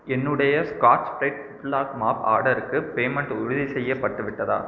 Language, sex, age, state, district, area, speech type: Tamil, male, 18-30, Tamil Nadu, Pudukkottai, rural, read